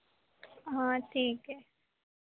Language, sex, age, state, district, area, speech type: Hindi, female, 18-30, Madhya Pradesh, Harda, urban, conversation